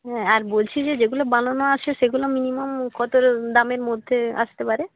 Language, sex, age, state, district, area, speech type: Bengali, female, 18-30, West Bengal, North 24 Parganas, rural, conversation